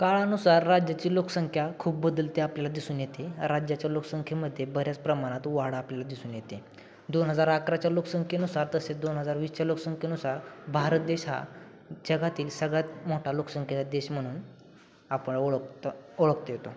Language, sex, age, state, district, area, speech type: Marathi, male, 18-30, Maharashtra, Satara, urban, spontaneous